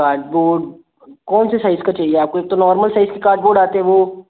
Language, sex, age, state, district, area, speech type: Hindi, male, 18-30, Madhya Pradesh, Jabalpur, urban, conversation